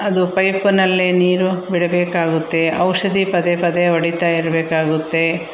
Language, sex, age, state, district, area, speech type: Kannada, female, 45-60, Karnataka, Bangalore Rural, rural, spontaneous